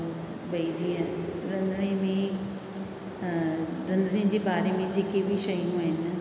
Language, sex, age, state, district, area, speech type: Sindhi, female, 60+, Rajasthan, Ajmer, urban, spontaneous